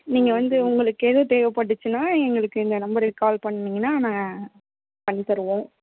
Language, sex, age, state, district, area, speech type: Tamil, female, 30-45, Tamil Nadu, Thanjavur, urban, conversation